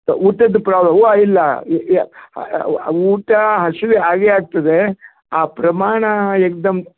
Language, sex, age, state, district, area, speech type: Kannada, male, 60+, Karnataka, Uttara Kannada, rural, conversation